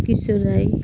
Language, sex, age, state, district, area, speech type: Nepali, female, 60+, West Bengal, Jalpaiguri, urban, spontaneous